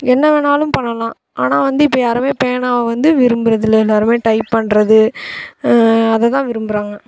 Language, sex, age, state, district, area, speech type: Tamil, female, 18-30, Tamil Nadu, Thoothukudi, urban, spontaneous